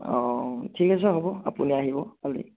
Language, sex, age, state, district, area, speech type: Assamese, female, 60+, Assam, Kamrup Metropolitan, urban, conversation